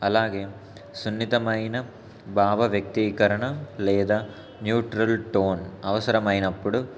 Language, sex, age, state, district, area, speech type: Telugu, male, 18-30, Telangana, Warangal, urban, spontaneous